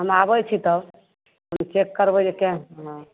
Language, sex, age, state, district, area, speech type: Maithili, female, 45-60, Bihar, Madhepura, rural, conversation